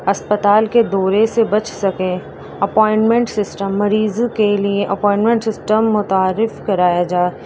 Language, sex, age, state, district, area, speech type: Urdu, female, 18-30, Delhi, East Delhi, urban, spontaneous